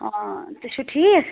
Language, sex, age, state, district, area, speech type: Kashmiri, female, 18-30, Jammu and Kashmir, Srinagar, rural, conversation